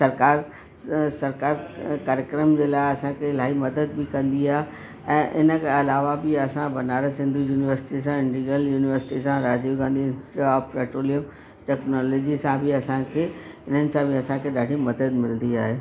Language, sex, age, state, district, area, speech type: Sindhi, female, 60+, Uttar Pradesh, Lucknow, urban, spontaneous